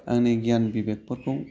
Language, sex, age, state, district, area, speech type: Bodo, male, 30-45, Assam, Udalguri, urban, spontaneous